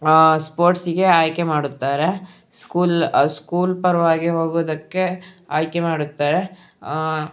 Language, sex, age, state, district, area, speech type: Kannada, male, 18-30, Karnataka, Shimoga, rural, spontaneous